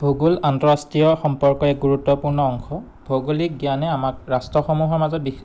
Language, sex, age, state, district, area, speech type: Assamese, male, 30-45, Assam, Goalpara, urban, spontaneous